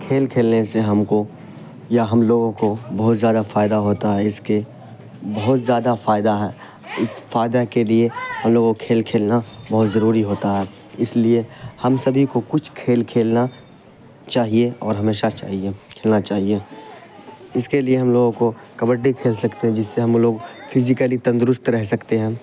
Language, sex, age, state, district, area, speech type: Urdu, male, 18-30, Bihar, Khagaria, rural, spontaneous